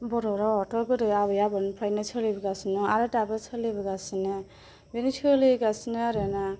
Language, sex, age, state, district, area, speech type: Bodo, female, 18-30, Assam, Kokrajhar, urban, spontaneous